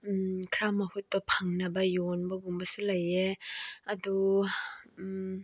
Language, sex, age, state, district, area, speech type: Manipuri, female, 18-30, Manipur, Chandel, rural, spontaneous